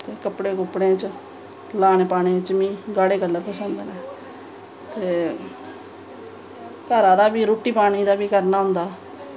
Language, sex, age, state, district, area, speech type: Dogri, female, 30-45, Jammu and Kashmir, Samba, rural, spontaneous